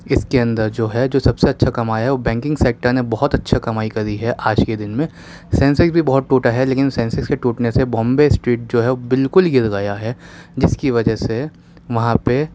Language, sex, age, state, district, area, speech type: Urdu, male, 30-45, Delhi, Central Delhi, urban, spontaneous